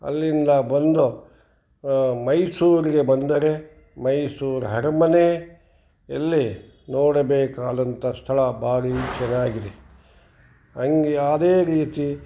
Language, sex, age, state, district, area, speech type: Kannada, male, 60+, Karnataka, Kolar, urban, spontaneous